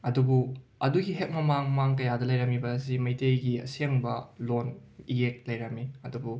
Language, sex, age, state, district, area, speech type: Manipuri, male, 18-30, Manipur, Imphal West, rural, spontaneous